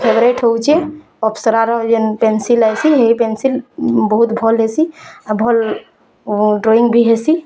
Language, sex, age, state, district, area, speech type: Odia, female, 18-30, Odisha, Bargarh, rural, spontaneous